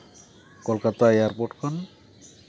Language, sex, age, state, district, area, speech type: Santali, male, 30-45, West Bengal, Paschim Bardhaman, urban, spontaneous